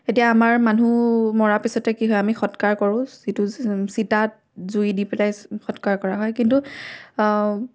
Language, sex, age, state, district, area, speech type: Assamese, female, 18-30, Assam, Majuli, urban, spontaneous